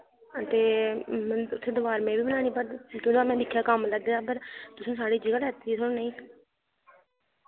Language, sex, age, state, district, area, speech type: Dogri, female, 18-30, Jammu and Kashmir, Reasi, rural, conversation